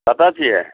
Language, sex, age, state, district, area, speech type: Maithili, male, 60+, Bihar, Araria, rural, conversation